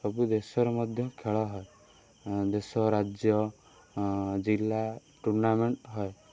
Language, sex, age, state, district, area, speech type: Odia, male, 18-30, Odisha, Kendrapara, urban, spontaneous